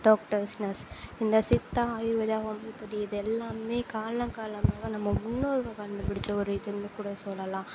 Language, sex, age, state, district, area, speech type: Tamil, female, 18-30, Tamil Nadu, Sivaganga, rural, spontaneous